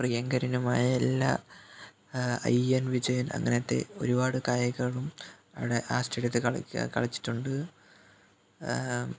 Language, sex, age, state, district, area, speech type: Malayalam, male, 18-30, Kerala, Kollam, rural, spontaneous